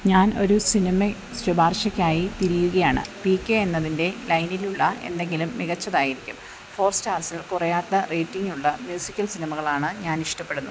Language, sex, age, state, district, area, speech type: Malayalam, female, 30-45, Kerala, Idukki, rural, read